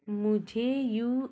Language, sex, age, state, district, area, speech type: Hindi, female, 30-45, Uttar Pradesh, Bhadohi, urban, read